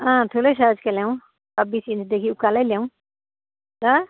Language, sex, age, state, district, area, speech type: Nepali, female, 60+, West Bengal, Kalimpong, rural, conversation